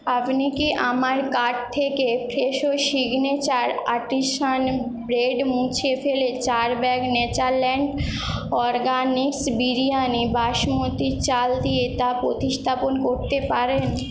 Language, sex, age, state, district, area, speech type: Bengali, female, 18-30, West Bengal, Jhargram, rural, read